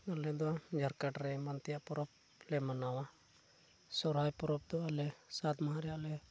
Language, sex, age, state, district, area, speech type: Santali, male, 18-30, Jharkhand, Pakur, rural, spontaneous